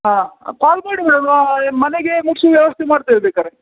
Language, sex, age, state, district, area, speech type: Kannada, male, 30-45, Karnataka, Uttara Kannada, rural, conversation